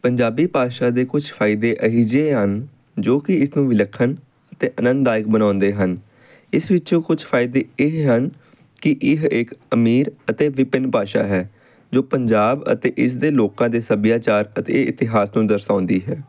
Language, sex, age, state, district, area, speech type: Punjabi, male, 18-30, Punjab, Amritsar, urban, spontaneous